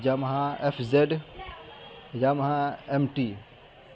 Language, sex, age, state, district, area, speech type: Urdu, male, 18-30, Bihar, Madhubani, rural, spontaneous